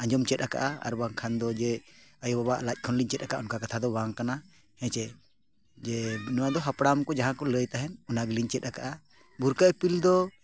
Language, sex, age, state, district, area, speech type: Santali, male, 45-60, Jharkhand, Bokaro, rural, spontaneous